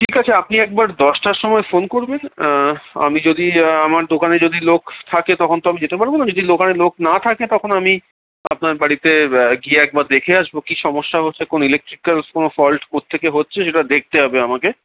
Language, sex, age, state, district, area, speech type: Bengali, male, 45-60, West Bengal, Darjeeling, rural, conversation